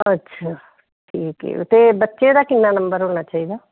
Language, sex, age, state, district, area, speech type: Punjabi, female, 45-60, Punjab, Firozpur, rural, conversation